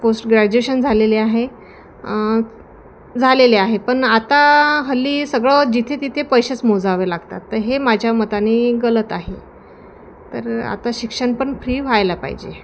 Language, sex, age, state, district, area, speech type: Marathi, female, 30-45, Maharashtra, Thane, urban, spontaneous